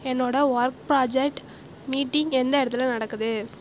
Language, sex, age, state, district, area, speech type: Tamil, female, 45-60, Tamil Nadu, Tiruvarur, rural, read